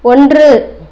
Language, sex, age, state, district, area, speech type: Tamil, female, 30-45, Tamil Nadu, Namakkal, rural, read